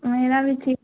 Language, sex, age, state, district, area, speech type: Urdu, female, 18-30, Bihar, Khagaria, rural, conversation